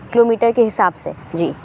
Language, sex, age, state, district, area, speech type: Urdu, female, 30-45, Uttar Pradesh, Aligarh, urban, spontaneous